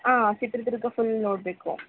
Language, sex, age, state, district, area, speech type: Kannada, female, 18-30, Karnataka, Chitradurga, rural, conversation